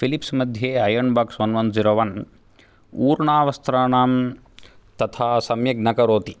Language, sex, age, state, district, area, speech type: Sanskrit, male, 18-30, Karnataka, Bangalore Urban, urban, spontaneous